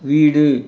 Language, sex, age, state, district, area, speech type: Tamil, male, 60+, Tamil Nadu, Tiruppur, rural, read